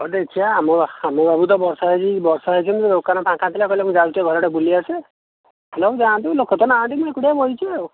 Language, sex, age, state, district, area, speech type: Odia, male, 18-30, Odisha, Jajpur, rural, conversation